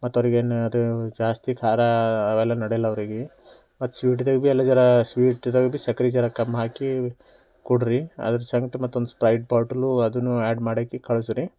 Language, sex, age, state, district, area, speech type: Kannada, male, 18-30, Karnataka, Bidar, urban, spontaneous